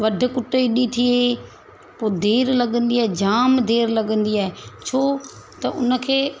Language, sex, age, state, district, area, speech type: Sindhi, female, 30-45, Gujarat, Surat, urban, spontaneous